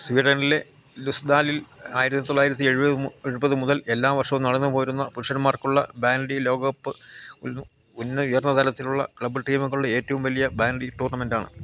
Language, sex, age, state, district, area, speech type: Malayalam, male, 60+, Kerala, Idukki, rural, read